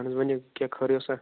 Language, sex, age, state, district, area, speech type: Kashmiri, male, 45-60, Jammu and Kashmir, Budgam, rural, conversation